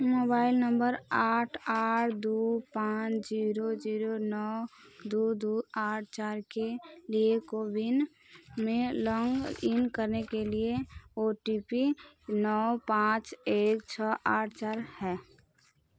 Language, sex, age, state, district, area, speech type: Hindi, female, 18-30, Uttar Pradesh, Chandauli, rural, read